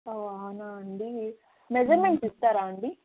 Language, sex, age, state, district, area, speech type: Telugu, female, 30-45, Andhra Pradesh, Chittoor, rural, conversation